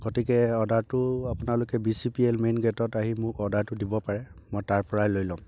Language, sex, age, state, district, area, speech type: Assamese, male, 18-30, Assam, Dibrugarh, rural, spontaneous